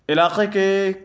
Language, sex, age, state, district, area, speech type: Urdu, male, 45-60, Delhi, Central Delhi, urban, spontaneous